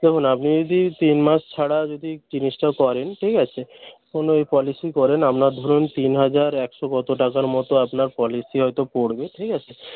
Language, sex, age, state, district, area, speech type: Bengali, male, 18-30, West Bengal, Paschim Medinipur, rural, conversation